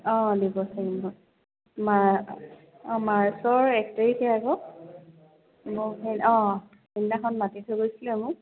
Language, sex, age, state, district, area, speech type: Assamese, female, 45-60, Assam, Dibrugarh, rural, conversation